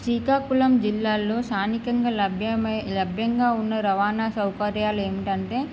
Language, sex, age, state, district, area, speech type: Telugu, female, 18-30, Andhra Pradesh, Srikakulam, urban, spontaneous